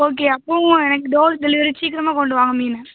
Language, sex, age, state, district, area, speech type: Tamil, female, 18-30, Tamil Nadu, Thoothukudi, rural, conversation